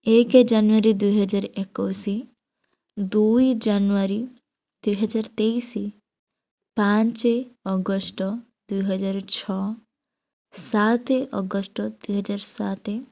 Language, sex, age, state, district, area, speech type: Odia, female, 18-30, Odisha, Bhadrak, rural, spontaneous